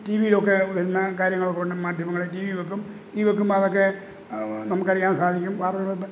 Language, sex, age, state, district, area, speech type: Malayalam, male, 60+, Kerala, Kottayam, rural, spontaneous